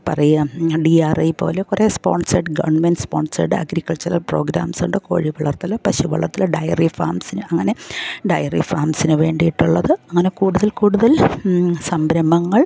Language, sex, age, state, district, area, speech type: Malayalam, female, 60+, Kerala, Pathanamthitta, rural, spontaneous